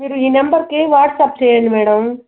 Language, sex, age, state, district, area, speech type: Telugu, female, 45-60, Andhra Pradesh, Chittoor, rural, conversation